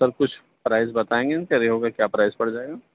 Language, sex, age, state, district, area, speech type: Urdu, male, 30-45, Uttar Pradesh, Gautam Buddha Nagar, rural, conversation